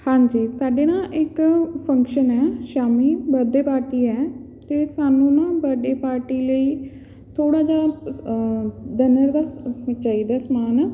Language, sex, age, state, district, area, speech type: Punjabi, female, 18-30, Punjab, Patiala, rural, spontaneous